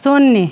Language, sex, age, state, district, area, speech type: Hindi, female, 60+, Bihar, Begusarai, rural, read